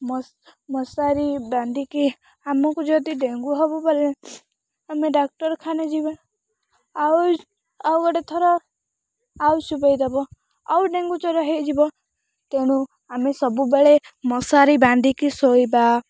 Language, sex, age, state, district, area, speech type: Odia, female, 18-30, Odisha, Rayagada, rural, spontaneous